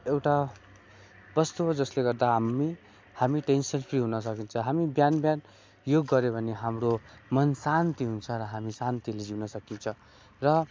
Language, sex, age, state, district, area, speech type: Nepali, male, 18-30, West Bengal, Darjeeling, rural, spontaneous